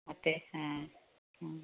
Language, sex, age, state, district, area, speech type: Kannada, female, 45-60, Karnataka, Udupi, rural, conversation